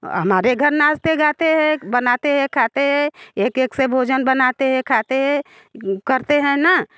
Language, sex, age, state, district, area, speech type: Hindi, female, 60+, Uttar Pradesh, Bhadohi, rural, spontaneous